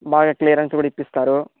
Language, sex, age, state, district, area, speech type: Telugu, male, 60+, Andhra Pradesh, Chittoor, rural, conversation